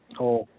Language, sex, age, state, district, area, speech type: Manipuri, male, 45-60, Manipur, Kangpokpi, urban, conversation